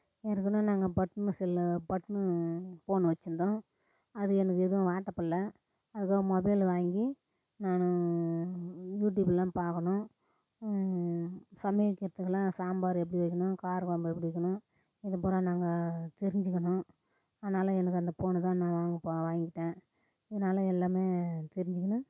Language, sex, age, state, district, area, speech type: Tamil, female, 60+, Tamil Nadu, Tiruvannamalai, rural, spontaneous